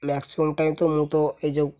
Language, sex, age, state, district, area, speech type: Odia, male, 18-30, Odisha, Mayurbhanj, rural, spontaneous